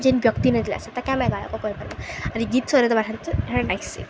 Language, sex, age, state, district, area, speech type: Odia, female, 18-30, Odisha, Subarnapur, urban, spontaneous